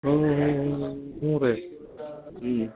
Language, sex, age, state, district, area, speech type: Kannada, male, 45-60, Karnataka, Dharwad, rural, conversation